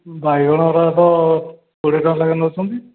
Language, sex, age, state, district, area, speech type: Odia, male, 45-60, Odisha, Dhenkanal, rural, conversation